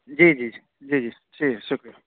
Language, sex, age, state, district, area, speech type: Urdu, male, 30-45, Uttar Pradesh, Lucknow, rural, conversation